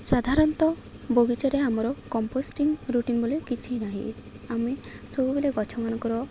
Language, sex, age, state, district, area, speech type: Odia, female, 18-30, Odisha, Malkangiri, urban, spontaneous